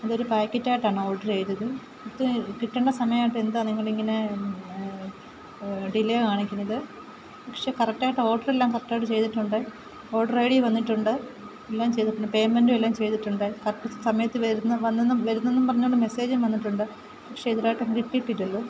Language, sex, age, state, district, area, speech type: Malayalam, female, 30-45, Kerala, Alappuzha, rural, spontaneous